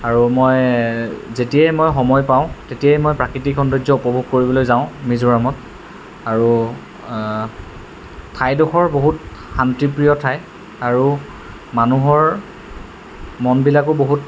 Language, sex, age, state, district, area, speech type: Assamese, male, 18-30, Assam, Jorhat, urban, spontaneous